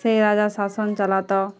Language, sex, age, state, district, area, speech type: Bengali, female, 18-30, West Bengal, Uttar Dinajpur, urban, spontaneous